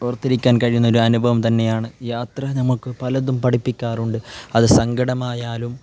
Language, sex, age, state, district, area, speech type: Malayalam, male, 18-30, Kerala, Kasaragod, urban, spontaneous